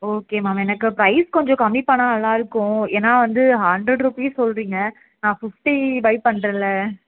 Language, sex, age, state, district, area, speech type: Tamil, female, 18-30, Tamil Nadu, Chennai, urban, conversation